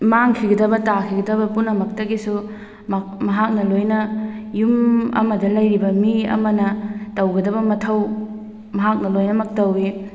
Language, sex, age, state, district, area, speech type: Manipuri, female, 18-30, Manipur, Thoubal, urban, spontaneous